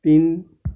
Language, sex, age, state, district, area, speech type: Nepali, male, 60+, West Bengal, Kalimpong, rural, read